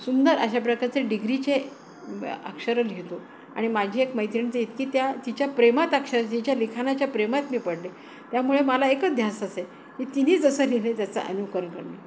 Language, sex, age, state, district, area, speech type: Marathi, female, 60+, Maharashtra, Nanded, urban, spontaneous